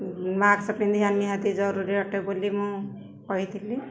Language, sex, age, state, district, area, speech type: Odia, female, 45-60, Odisha, Ganjam, urban, spontaneous